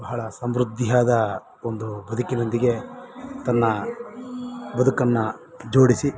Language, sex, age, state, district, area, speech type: Kannada, male, 30-45, Karnataka, Bellary, rural, spontaneous